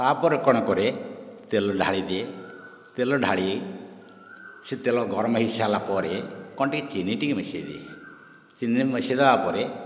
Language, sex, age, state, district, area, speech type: Odia, male, 60+, Odisha, Nayagarh, rural, spontaneous